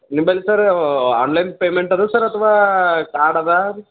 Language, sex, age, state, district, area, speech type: Kannada, male, 18-30, Karnataka, Bidar, urban, conversation